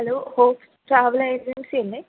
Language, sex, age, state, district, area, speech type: Malayalam, female, 30-45, Kerala, Kottayam, urban, conversation